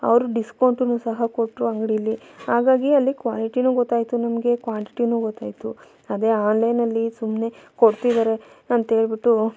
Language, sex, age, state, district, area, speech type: Kannada, female, 30-45, Karnataka, Mandya, rural, spontaneous